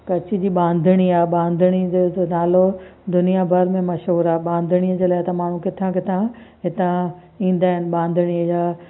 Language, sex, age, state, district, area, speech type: Sindhi, female, 45-60, Gujarat, Kutch, rural, spontaneous